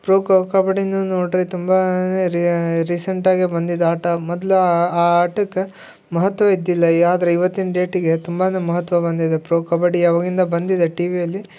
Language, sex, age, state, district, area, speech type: Kannada, male, 18-30, Karnataka, Koppal, rural, spontaneous